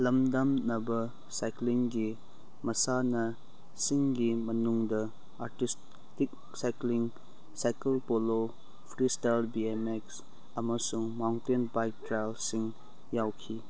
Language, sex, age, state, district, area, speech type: Manipuri, male, 30-45, Manipur, Churachandpur, rural, read